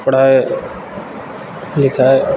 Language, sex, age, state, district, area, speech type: Maithili, male, 18-30, Bihar, Madhepura, rural, spontaneous